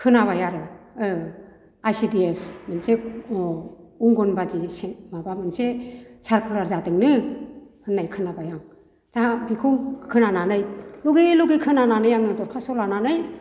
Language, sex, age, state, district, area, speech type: Bodo, female, 60+, Assam, Kokrajhar, rural, spontaneous